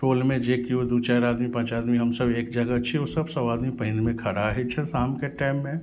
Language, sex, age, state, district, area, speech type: Maithili, male, 30-45, Bihar, Madhubani, rural, spontaneous